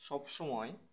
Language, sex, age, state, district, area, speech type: Bengali, male, 18-30, West Bengal, Uttar Dinajpur, urban, spontaneous